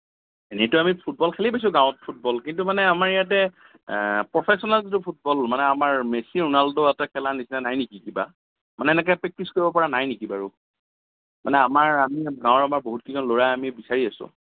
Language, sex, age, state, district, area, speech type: Assamese, male, 45-60, Assam, Darrang, urban, conversation